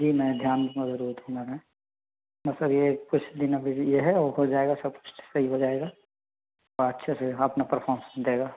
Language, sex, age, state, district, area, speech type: Hindi, male, 60+, Madhya Pradesh, Bhopal, urban, conversation